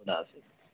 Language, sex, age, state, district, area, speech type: Urdu, male, 18-30, Bihar, Purnia, rural, conversation